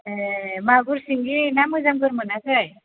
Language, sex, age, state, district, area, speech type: Bodo, female, 30-45, Assam, Chirang, rural, conversation